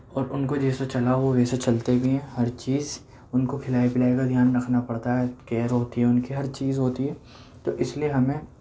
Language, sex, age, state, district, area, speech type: Urdu, male, 18-30, Delhi, Central Delhi, urban, spontaneous